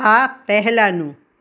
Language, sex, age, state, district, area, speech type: Gujarati, female, 60+, Gujarat, Anand, urban, read